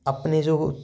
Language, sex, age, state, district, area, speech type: Hindi, male, 30-45, Rajasthan, Jaipur, urban, spontaneous